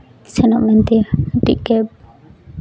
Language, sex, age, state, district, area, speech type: Santali, female, 18-30, West Bengal, Jhargram, rural, spontaneous